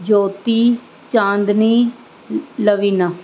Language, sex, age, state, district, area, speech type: Sindhi, female, 30-45, Rajasthan, Ajmer, urban, spontaneous